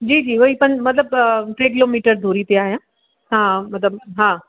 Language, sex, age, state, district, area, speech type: Sindhi, female, 45-60, Uttar Pradesh, Lucknow, urban, conversation